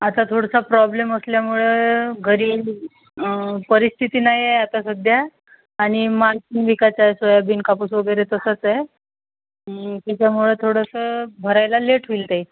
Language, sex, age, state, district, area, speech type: Marathi, female, 30-45, Maharashtra, Thane, urban, conversation